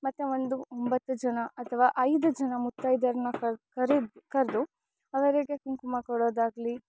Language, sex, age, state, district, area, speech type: Kannada, female, 18-30, Karnataka, Chikkamagaluru, rural, spontaneous